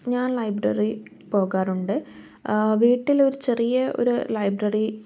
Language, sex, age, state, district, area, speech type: Malayalam, female, 18-30, Kerala, Kannur, rural, spontaneous